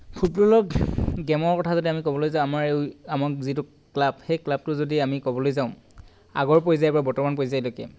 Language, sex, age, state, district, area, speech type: Assamese, male, 18-30, Assam, Tinsukia, urban, spontaneous